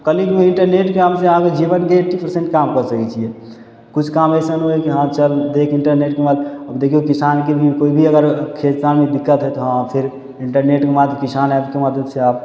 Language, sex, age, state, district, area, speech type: Maithili, male, 18-30, Bihar, Samastipur, urban, spontaneous